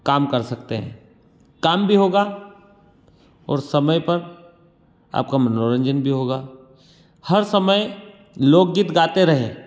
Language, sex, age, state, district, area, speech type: Hindi, male, 30-45, Madhya Pradesh, Ujjain, rural, spontaneous